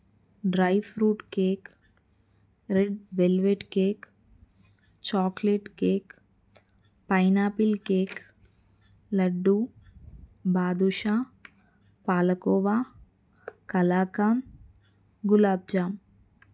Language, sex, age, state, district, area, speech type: Telugu, female, 30-45, Telangana, Adilabad, rural, spontaneous